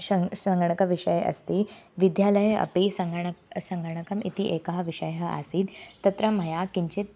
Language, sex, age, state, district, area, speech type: Sanskrit, female, 18-30, Maharashtra, Thane, urban, spontaneous